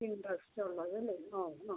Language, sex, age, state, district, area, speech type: Malayalam, female, 60+, Kerala, Thiruvananthapuram, rural, conversation